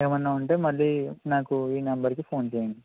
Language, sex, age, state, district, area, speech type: Telugu, male, 60+, Andhra Pradesh, East Godavari, rural, conversation